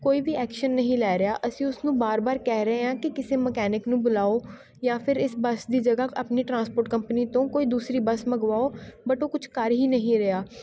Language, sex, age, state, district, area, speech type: Punjabi, female, 18-30, Punjab, Shaheed Bhagat Singh Nagar, urban, spontaneous